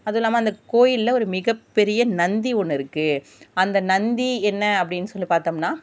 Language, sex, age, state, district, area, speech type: Tamil, female, 30-45, Tamil Nadu, Tiruvarur, rural, spontaneous